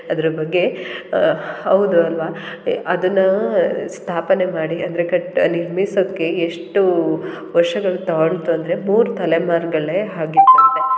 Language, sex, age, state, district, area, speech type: Kannada, female, 30-45, Karnataka, Hassan, urban, spontaneous